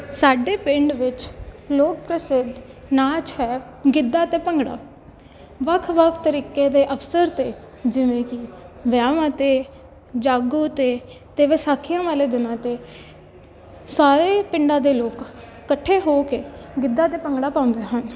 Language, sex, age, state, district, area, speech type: Punjabi, female, 18-30, Punjab, Kapurthala, urban, spontaneous